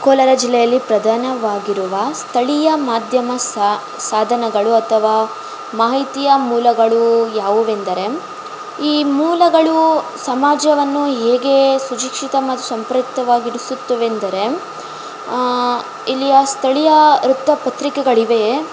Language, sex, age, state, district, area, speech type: Kannada, female, 18-30, Karnataka, Kolar, rural, spontaneous